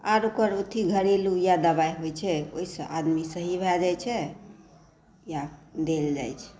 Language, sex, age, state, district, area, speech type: Maithili, female, 60+, Bihar, Saharsa, rural, spontaneous